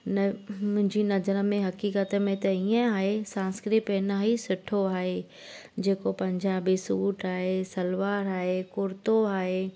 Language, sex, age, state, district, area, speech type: Sindhi, female, 30-45, Gujarat, Junagadh, rural, spontaneous